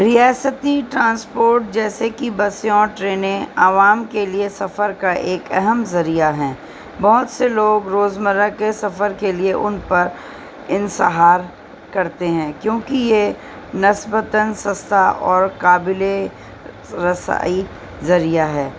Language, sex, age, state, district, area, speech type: Urdu, female, 60+, Delhi, North East Delhi, urban, spontaneous